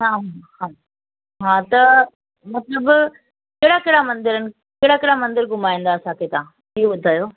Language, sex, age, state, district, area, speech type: Sindhi, female, 30-45, Rajasthan, Ajmer, urban, conversation